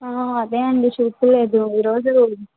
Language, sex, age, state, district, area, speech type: Telugu, female, 30-45, Andhra Pradesh, N T Rama Rao, urban, conversation